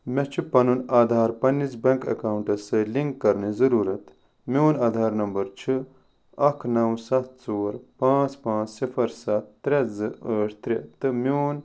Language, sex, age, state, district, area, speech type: Kashmiri, male, 30-45, Jammu and Kashmir, Ganderbal, rural, read